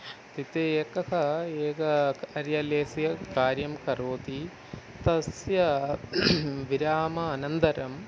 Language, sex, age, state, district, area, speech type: Sanskrit, male, 45-60, Kerala, Thiruvananthapuram, urban, spontaneous